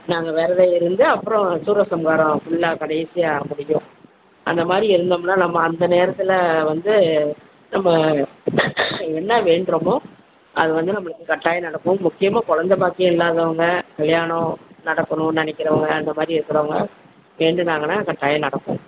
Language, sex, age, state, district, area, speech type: Tamil, female, 60+, Tamil Nadu, Virudhunagar, rural, conversation